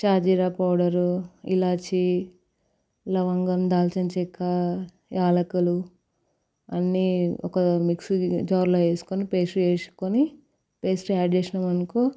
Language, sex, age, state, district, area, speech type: Telugu, female, 18-30, Telangana, Vikarabad, urban, spontaneous